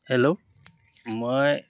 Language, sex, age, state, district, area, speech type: Assamese, male, 30-45, Assam, Dhemaji, rural, spontaneous